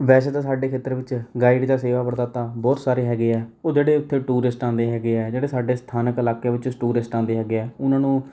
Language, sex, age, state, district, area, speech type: Punjabi, male, 18-30, Punjab, Rupnagar, rural, spontaneous